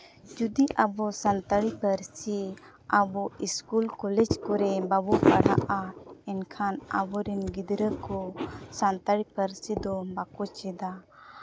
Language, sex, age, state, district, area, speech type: Santali, female, 18-30, Jharkhand, Seraikela Kharsawan, rural, spontaneous